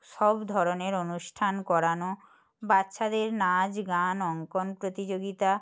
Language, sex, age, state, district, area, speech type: Bengali, female, 30-45, West Bengal, Purba Medinipur, rural, spontaneous